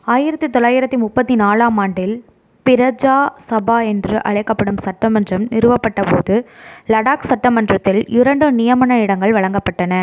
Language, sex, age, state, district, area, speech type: Tamil, female, 30-45, Tamil Nadu, Mayiladuthurai, urban, read